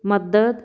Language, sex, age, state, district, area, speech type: Punjabi, female, 45-60, Punjab, Fazilka, rural, read